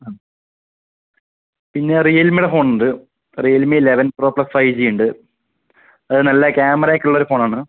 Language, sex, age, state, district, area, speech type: Malayalam, male, 18-30, Kerala, Palakkad, rural, conversation